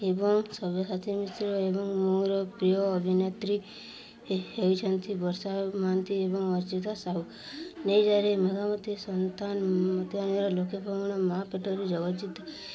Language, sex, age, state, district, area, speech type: Odia, female, 18-30, Odisha, Subarnapur, urban, spontaneous